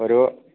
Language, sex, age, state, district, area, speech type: Malayalam, male, 60+, Kerala, Idukki, rural, conversation